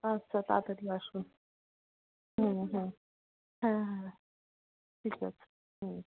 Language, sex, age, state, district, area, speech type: Bengali, female, 45-60, West Bengal, South 24 Parganas, rural, conversation